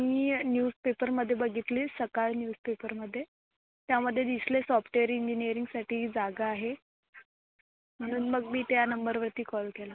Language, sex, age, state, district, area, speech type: Marathi, female, 18-30, Maharashtra, Amravati, urban, conversation